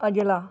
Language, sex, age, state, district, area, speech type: Punjabi, female, 30-45, Punjab, Rupnagar, rural, read